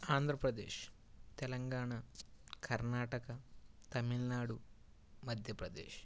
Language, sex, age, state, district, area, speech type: Telugu, male, 30-45, Andhra Pradesh, East Godavari, rural, spontaneous